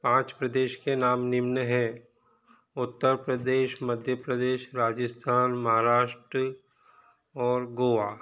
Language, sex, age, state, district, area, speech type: Hindi, male, 45-60, Madhya Pradesh, Balaghat, rural, spontaneous